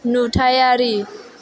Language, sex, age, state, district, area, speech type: Bodo, female, 18-30, Assam, Chirang, rural, read